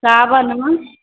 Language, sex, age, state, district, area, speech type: Maithili, female, 18-30, Bihar, Begusarai, rural, conversation